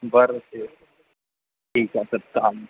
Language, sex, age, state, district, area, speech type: Marathi, male, 18-30, Maharashtra, Ratnagiri, rural, conversation